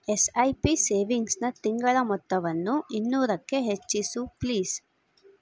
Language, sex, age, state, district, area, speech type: Kannada, female, 18-30, Karnataka, Chitradurga, urban, read